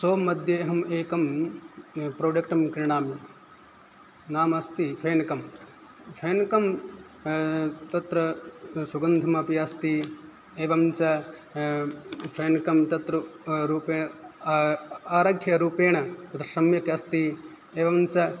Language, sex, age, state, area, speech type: Sanskrit, male, 18-30, Rajasthan, rural, spontaneous